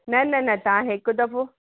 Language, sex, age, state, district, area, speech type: Sindhi, female, 30-45, Uttar Pradesh, Lucknow, urban, conversation